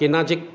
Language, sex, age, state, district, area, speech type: Maithili, male, 45-60, Bihar, Madhubani, rural, spontaneous